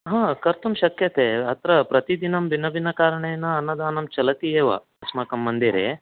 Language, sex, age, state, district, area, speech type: Sanskrit, male, 30-45, Karnataka, Uttara Kannada, rural, conversation